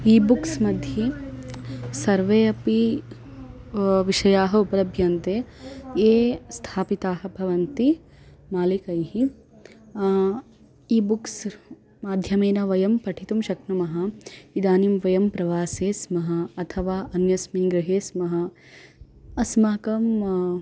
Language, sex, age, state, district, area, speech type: Sanskrit, female, 18-30, Karnataka, Davanagere, urban, spontaneous